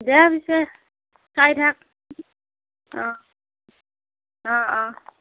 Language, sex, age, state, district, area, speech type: Assamese, female, 18-30, Assam, Darrang, rural, conversation